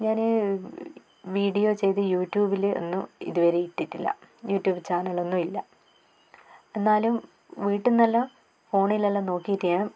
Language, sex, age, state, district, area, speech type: Malayalam, female, 30-45, Kerala, Kannur, rural, spontaneous